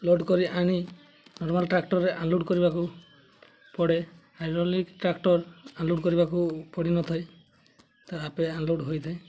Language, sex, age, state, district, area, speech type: Odia, male, 18-30, Odisha, Mayurbhanj, rural, spontaneous